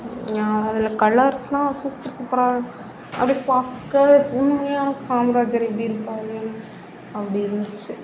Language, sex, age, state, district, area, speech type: Tamil, female, 18-30, Tamil Nadu, Mayiladuthurai, urban, spontaneous